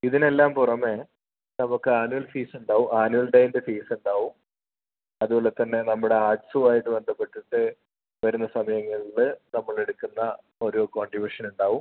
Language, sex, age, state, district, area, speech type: Malayalam, male, 30-45, Kerala, Wayanad, rural, conversation